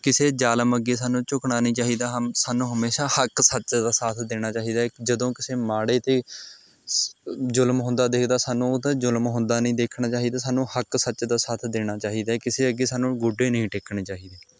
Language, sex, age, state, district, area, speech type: Punjabi, male, 18-30, Punjab, Mohali, rural, spontaneous